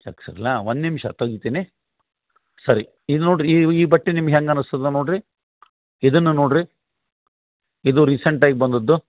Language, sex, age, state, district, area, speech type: Kannada, male, 45-60, Karnataka, Gadag, rural, conversation